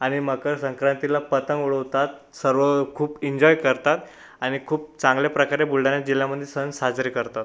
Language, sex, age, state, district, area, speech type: Marathi, male, 18-30, Maharashtra, Buldhana, urban, spontaneous